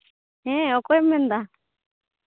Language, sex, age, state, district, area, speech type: Santali, female, 18-30, West Bengal, Malda, rural, conversation